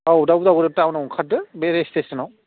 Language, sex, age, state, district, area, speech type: Bodo, male, 45-60, Assam, Udalguri, urban, conversation